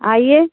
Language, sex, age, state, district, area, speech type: Hindi, female, 30-45, Uttar Pradesh, Ghazipur, rural, conversation